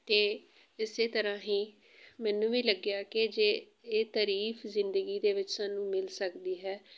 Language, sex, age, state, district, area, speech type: Punjabi, female, 45-60, Punjab, Amritsar, urban, spontaneous